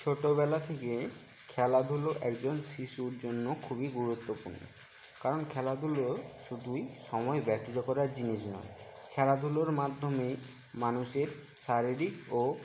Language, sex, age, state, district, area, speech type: Bengali, male, 45-60, West Bengal, Jhargram, rural, spontaneous